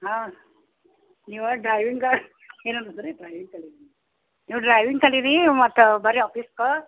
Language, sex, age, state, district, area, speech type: Kannada, female, 60+, Karnataka, Belgaum, rural, conversation